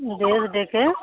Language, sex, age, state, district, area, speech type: Bengali, female, 45-60, West Bengal, Paschim Medinipur, rural, conversation